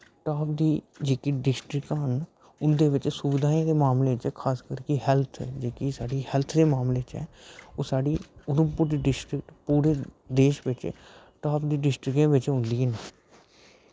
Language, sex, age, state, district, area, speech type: Dogri, male, 30-45, Jammu and Kashmir, Udhampur, urban, spontaneous